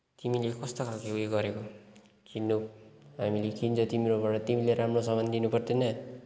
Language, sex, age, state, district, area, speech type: Nepali, male, 18-30, West Bengal, Kalimpong, rural, spontaneous